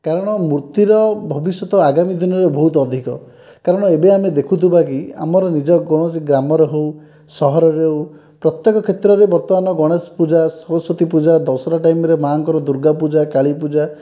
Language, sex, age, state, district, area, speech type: Odia, male, 18-30, Odisha, Dhenkanal, rural, spontaneous